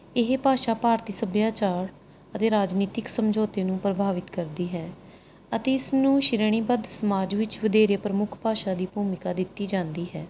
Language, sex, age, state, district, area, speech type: Punjabi, male, 45-60, Punjab, Pathankot, rural, spontaneous